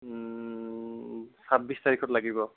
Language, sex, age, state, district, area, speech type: Assamese, male, 45-60, Assam, Nagaon, rural, conversation